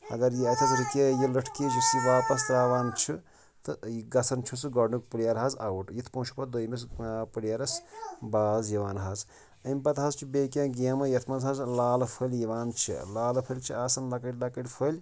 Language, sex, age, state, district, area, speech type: Kashmiri, male, 30-45, Jammu and Kashmir, Shopian, rural, spontaneous